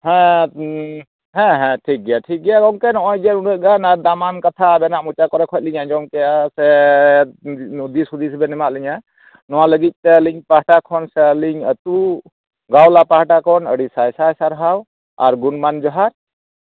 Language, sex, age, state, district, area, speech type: Santali, male, 45-60, West Bengal, Purulia, rural, conversation